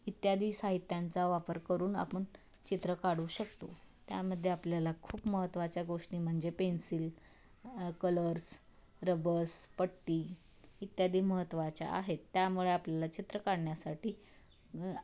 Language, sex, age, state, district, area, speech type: Marathi, female, 18-30, Maharashtra, Osmanabad, rural, spontaneous